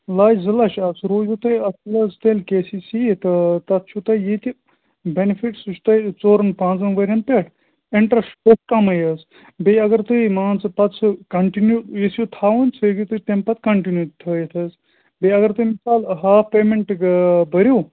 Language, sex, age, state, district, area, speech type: Kashmiri, male, 18-30, Jammu and Kashmir, Bandipora, rural, conversation